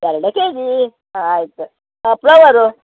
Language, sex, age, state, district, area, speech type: Kannada, female, 60+, Karnataka, Uttara Kannada, rural, conversation